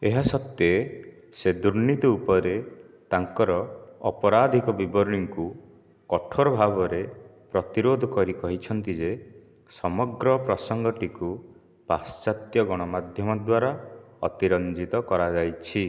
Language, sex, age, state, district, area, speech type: Odia, male, 30-45, Odisha, Nayagarh, rural, read